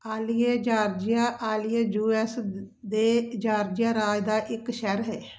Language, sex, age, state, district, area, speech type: Punjabi, female, 60+, Punjab, Barnala, rural, read